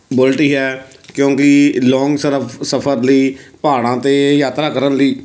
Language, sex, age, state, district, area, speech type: Punjabi, male, 30-45, Punjab, Amritsar, urban, spontaneous